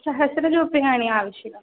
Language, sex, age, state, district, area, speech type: Sanskrit, female, 18-30, Kerala, Thrissur, urban, conversation